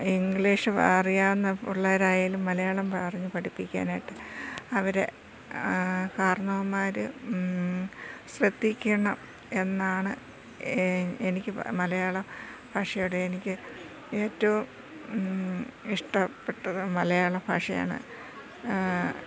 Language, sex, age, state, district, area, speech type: Malayalam, female, 60+, Kerala, Thiruvananthapuram, urban, spontaneous